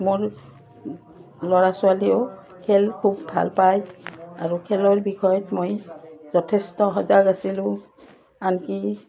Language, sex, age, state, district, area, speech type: Assamese, female, 45-60, Assam, Udalguri, rural, spontaneous